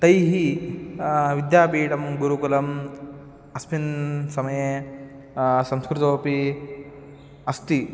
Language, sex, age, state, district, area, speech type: Sanskrit, male, 18-30, Karnataka, Dharwad, urban, spontaneous